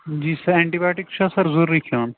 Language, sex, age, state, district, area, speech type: Kashmiri, male, 18-30, Jammu and Kashmir, Shopian, rural, conversation